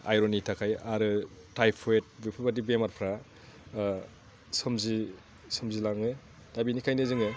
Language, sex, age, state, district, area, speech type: Bodo, male, 30-45, Assam, Udalguri, urban, spontaneous